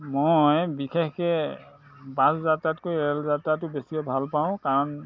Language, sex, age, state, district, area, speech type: Assamese, male, 60+, Assam, Dhemaji, urban, spontaneous